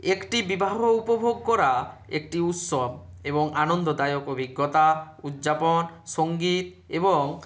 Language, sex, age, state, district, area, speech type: Bengali, male, 45-60, West Bengal, Nadia, rural, spontaneous